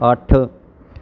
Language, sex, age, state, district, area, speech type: Punjabi, male, 30-45, Punjab, Bathinda, urban, read